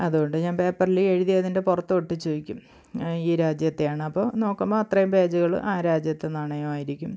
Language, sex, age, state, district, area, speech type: Malayalam, female, 45-60, Kerala, Thiruvananthapuram, rural, spontaneous